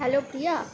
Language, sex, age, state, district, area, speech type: Bengali, female, 18-30, West Bengal, Kolkata, urban, spontaneous